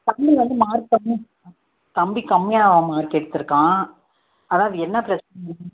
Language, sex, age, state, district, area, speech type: Tamil, female, 30-45, Tamil Nadu, Dharmapuri, rural, conversation